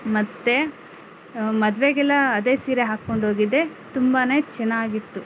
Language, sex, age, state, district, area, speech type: Kannada, female, 30-45, Karnataka, Kolar, urban, spontaneous